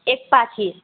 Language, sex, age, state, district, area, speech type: Nepali, female, 30-45, West Bengal, Jalpaiguri, urban, conversation